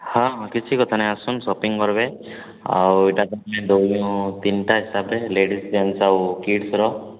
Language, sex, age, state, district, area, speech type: Odia, male, 18-30, Odisha, Subarnapur, urban, conversation